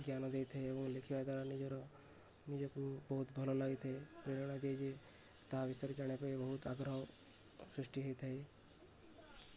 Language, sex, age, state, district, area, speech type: Odia, male, 18-30, Odisha, Subarnapur, urban, spontaneous